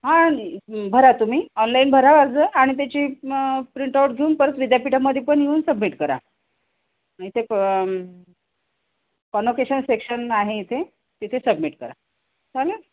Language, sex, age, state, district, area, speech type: Marathi, female, 45-60, Maharashtra, Nanded, urban, conversation